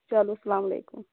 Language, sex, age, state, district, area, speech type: Kashmiri, female, 18-30, Jammu and Kashmir, Budgam, rural, conversation